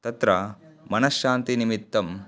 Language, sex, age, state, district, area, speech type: Sanskrit, male, 18-30, Karnataka, Bagalkot, rural, spontaneous